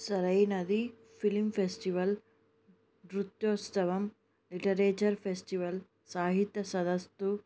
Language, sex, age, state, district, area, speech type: Telugu, female, 18-30, Andhra Pradesh, Sri Satya Sai, urban, spontaneous